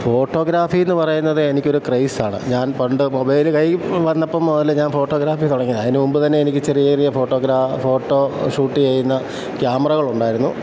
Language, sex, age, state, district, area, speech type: Malayalam, male, 45-60, Kerala, Kottayam, urban, spontaneous